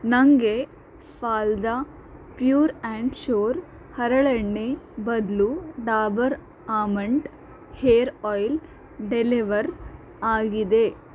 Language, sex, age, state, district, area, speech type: Kannada, female, 18-30, Karnataka, Bidar, urban, read